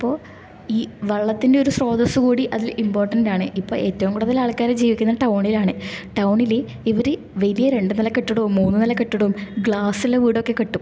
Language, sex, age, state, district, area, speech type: Malayalam, female, 18-30, Kerala, Kasaragod, rural, spontaneous